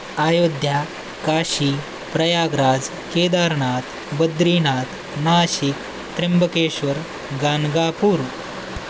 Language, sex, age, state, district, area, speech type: Marathi, male, 45-60, Maharashtra, Nanded, rural, spontaneous